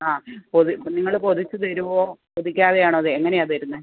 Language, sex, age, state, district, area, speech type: Malayalam, female, 60+, Kerala, Kottayam, rural, conversation